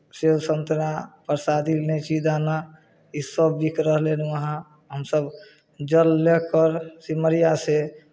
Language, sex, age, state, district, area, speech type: Maithili, male, 30-45, Bihar, Samastipur, rural, spontaneous